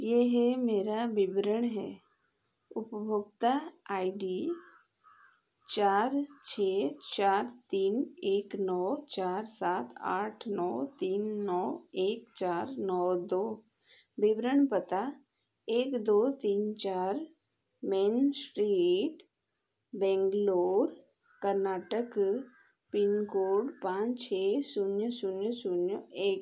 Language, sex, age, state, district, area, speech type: Hindi, female, 45-60, Madhya Pradesh, Chhindwara, rural, read